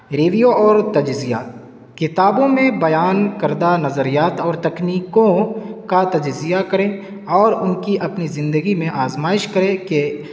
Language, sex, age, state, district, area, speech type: Urdu, male, 18-30, Uttar Pradesh, Siddharthnagar, rural, spontaneous